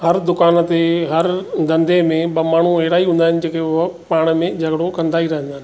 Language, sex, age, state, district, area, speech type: Sindhi, male, 45-60, Maharashtra, Thane, urban, spontaneous